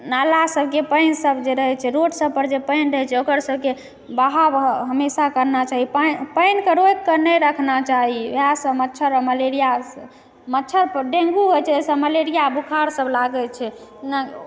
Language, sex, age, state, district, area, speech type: Maithili, female, 30-45, Bihar, Madhubani, urban, spontaneous